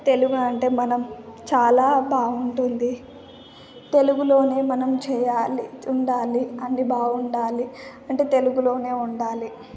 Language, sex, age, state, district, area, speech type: Telugu, female, 18-30, Telangana, Hyderabad, urban, spontaneous